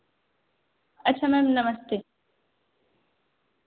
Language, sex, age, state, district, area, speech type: Hindi, female, 18-30, Uttar Pradesh, Varanasi, urban, conversation